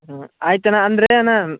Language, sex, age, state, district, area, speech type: Kannada, male, 18-30, Karnataka, Dharwad, rural, conversation